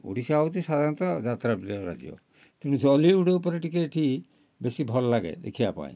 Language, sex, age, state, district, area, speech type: Odia, male, 60+, Odisha, Kalahandi, rural, spontaneous